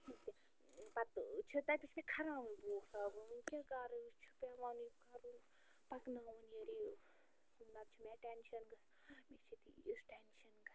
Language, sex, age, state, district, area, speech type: Kashmiri, female, 30-45, Jammu and Kashmir, Bandipora, rural, spontaneous